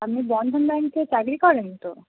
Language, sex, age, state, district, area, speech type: Bengali, female, 18-30, West Bengal, Howrah, urban, conversation